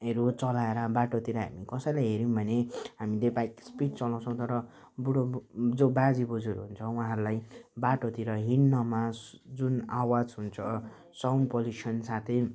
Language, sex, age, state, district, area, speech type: Nepali, male, 18-30, West Bengal, Jalpaiguri, rural, spontaneous